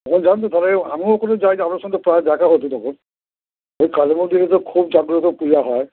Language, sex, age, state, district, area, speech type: Bengali, male, 60+, West Bengal, Dakshin Dinajpur, rural, conversation